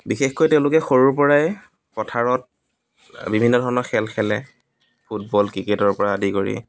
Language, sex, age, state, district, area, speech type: Assamese, male, 30-45, Assam, Dibrugarh, rural, spontaneous